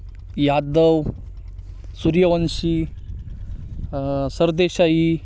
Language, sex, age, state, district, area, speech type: Marathi, male, 18-30, Maharashtra, Hingoli, urban, spontaneous